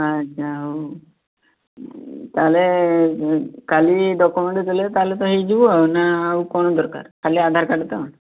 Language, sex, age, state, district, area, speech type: Odia, male, 18-30, Odisha, Mayurbhanj, rural, conversation